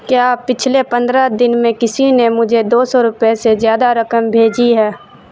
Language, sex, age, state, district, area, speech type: Urdu, female, 30-45, Bihar, Supaul, urban, read